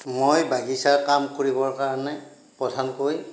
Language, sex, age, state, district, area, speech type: Assamese, male, 60+, Assam, Darrang, rural, spontaneous